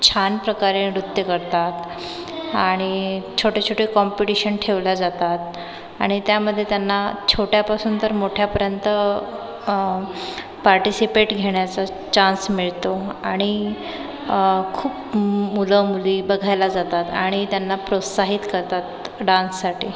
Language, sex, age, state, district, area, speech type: Marathi, female, 30-45, Maharashtra, Nagpur, urban, spontaneous